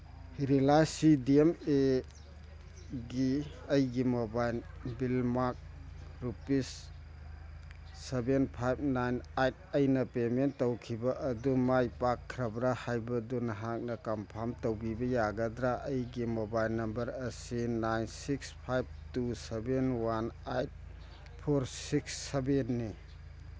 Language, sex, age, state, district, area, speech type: Manipuri, male, 45-60, Manipur, Churachandpur, rural, read